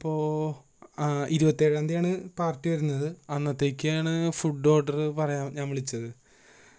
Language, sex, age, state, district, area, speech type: Malayalam, male, 18-30, Kerala, Thrissur, urban, spontaneous